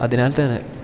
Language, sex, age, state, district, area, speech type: Malayalam, male, 18-30, Kerala, Idukki, rural, spontaneous